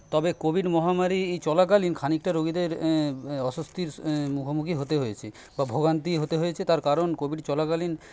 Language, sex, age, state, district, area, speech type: Bengali, male, 30-45, West Bengal, Paschim Medinipur, rural, spontaneous